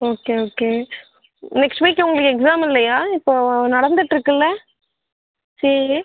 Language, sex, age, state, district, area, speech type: Tamil, female, 18-30, Tamil Nadu, Cuddalore, rural, conversation